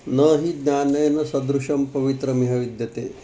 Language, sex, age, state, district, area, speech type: Sanskrit, male, 60+, Maharashtra, Wardha, urban, spontaneous